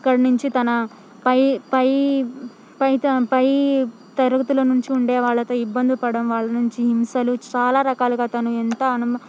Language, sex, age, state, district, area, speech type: Telugu, female, 18-30, Telangana, Hyderabad, rural, spontaneous